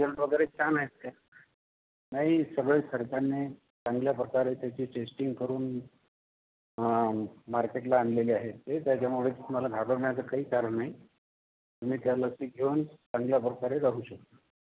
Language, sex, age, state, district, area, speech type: Marathi, male, 45-60, Maharashtra, Akola, rural, conversation